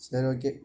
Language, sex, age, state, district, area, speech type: Tamil, male, 18-30, Tamil Nadu, Nagapattinam, rural, spontaneous